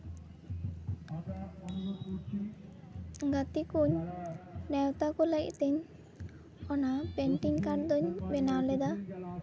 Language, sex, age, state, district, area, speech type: Santali, female, 18-30, West Bengal, Purba Bardhaman, rural, spontaneous